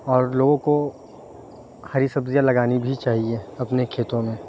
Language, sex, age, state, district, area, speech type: Urdu, male, 18-30, Uttar Pradesh, Lucknow, urban, spontaneous